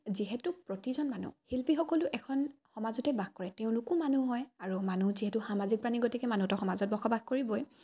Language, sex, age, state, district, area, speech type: Assamese, female, 18-30, Assam, Dibrugarh, rural, spontaneous